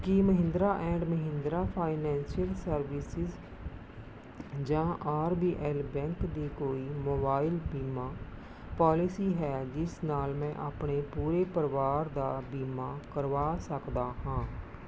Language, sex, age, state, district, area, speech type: Punjabi, female, 45-60, Punjab, Rupnagar, rural, read